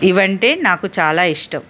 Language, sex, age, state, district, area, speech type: Telugu, female, 45-60, Telangana, Ranga Reddy, urban, spontaneous